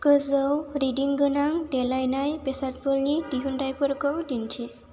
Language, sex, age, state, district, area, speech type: Bodo, female, 18-30, Assam, Chirang, rural, read